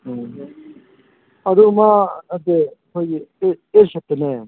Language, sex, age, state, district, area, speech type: Manipuri, male, 30-45, Manipur, Thoubal, rural, conversation